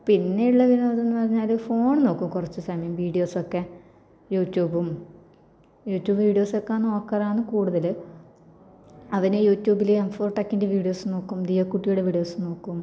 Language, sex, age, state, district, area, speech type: Malayalam, female, 18-30, Kerala, Kasaragod, rural, spontaneous